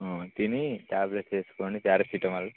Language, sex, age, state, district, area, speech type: Telugu, male, 18-30, Telangana, Nirmal, rural, conversation